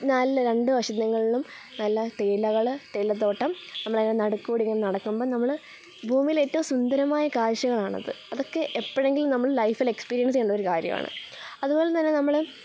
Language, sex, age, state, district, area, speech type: Malayalam, female, 18-30, Kerala, Kottayam, rural, spontaneous